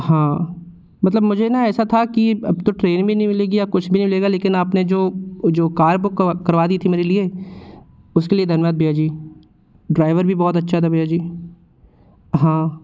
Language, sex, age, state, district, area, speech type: Hindi, male, 18-30, Madhya Pradesh, Jabalpur, rural, spontaneous